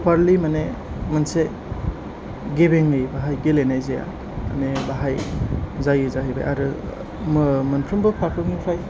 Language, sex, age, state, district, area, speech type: Bodo, male, 30-45, Assam, Chirang, rural, spontaneous